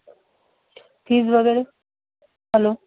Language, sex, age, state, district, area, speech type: Marathi, female, 30-45, Maharashtra, Thane, urban, conversation